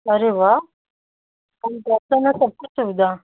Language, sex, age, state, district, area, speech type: Hindi, female, 45-60, Uttar Pradesh, Hardoi, rural, conversation